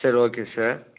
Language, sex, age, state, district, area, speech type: Tamil, male, 30-45, Tamil Nadu, Tiruppur, rural, conversation